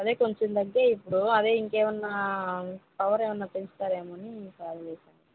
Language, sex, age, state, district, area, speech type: Telugu, female, 18-30, Andhra Pradesh, Kadapa, rural, conversation